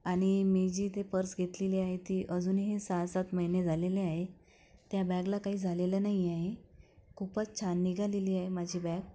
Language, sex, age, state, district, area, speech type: Marathi, female, 45-60, Maharashtra, Akola, urban, spontaneous